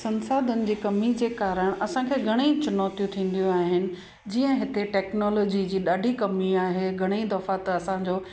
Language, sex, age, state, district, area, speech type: Sindhi, female, 45-60, Gujarat, Kutch, rural, spontaneous